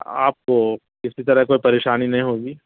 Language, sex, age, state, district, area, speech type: Urdu, female, 18-30, Bihar, Gaya, urban, conversation